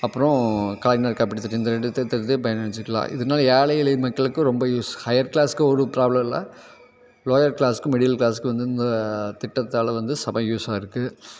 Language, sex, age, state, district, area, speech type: Tamil, male, 30-45, Tamil Nadu, Tiruppur, rural, spontaneous